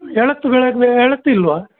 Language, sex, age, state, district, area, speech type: Kannada, male, 60+, Karnataka, Dakshina Kannada, rural, conversation